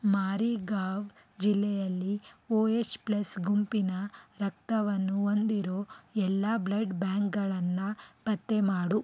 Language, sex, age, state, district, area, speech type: Kannada, female, 30-45, Karnataka, Davanagere, urban, read